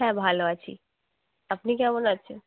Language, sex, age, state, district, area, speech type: Bengali, female, 18-30, West Bengal, Uttar Dinajpur, urban, conversation